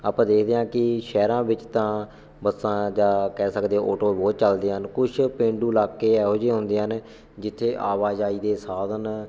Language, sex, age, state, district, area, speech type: Punjabi, male, 18-30, Punjab, Shaheed Bhagat Singh Nagar, rural, spontaneous